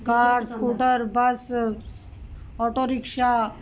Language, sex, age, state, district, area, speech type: Punjabi, female, 60+, Punjab, Ludhiana, urban, spontaneous